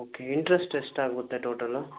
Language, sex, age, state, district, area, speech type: Kannada, male, 30-45, Karnataka, Chikkamagaluru, urban, conversation